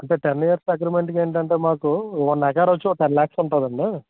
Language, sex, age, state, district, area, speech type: Telugu, male, 30-45, Andhra Pradesh, Alluri Sitarama Raju, rural, conversation